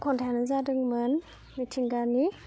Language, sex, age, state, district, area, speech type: Bodo, female, 18-30, Assam, Udalguri, rural, spontaneous